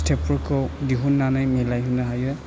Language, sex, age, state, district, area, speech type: Bodo, male, 18-30, Assam, Chirang, urban, spontaneous